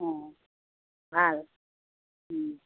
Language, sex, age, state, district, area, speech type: Assamese, female, 60+, Assam, Lakhimpur, rural, conversation